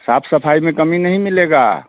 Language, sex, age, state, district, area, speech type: Hindi, male, 30-45, Bihar, Samastipur, urban, conversation